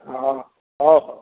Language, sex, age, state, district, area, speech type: Odia, male, 45-60, Odisha, Dhenkanal, rural, conversation